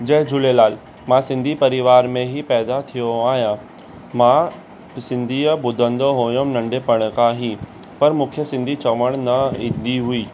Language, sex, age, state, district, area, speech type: Sindhi, male, 18-30, Maharashtra, Mumbai Suburban, urban, spontaneous